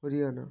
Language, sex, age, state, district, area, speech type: Bengali, male, 18-30, West Bengal, North 24 Parganas, rural, spontaneous